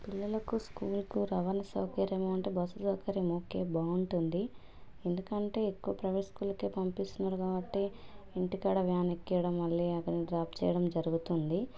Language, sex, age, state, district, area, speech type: Telugu, female, 30-45, Telangana, Hanamkonda, rural, spontaneous